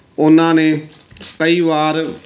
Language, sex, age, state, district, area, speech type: Punjabi, male, 30-45, Punjab, Amritsar, urban, spontaneous